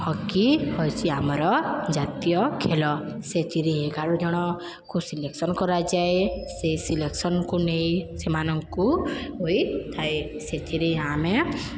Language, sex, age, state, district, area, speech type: Odia, female, 18-30, Odisha, Balangir, urban, spontaneous